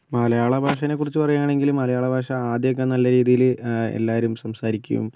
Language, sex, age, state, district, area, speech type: Malayalam, male, 18-30, Kerala, Wayanad, rural, spontaneous